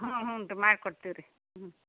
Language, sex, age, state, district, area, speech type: Kannada, female, 60+, Karnataka, Gadag, rural, conversation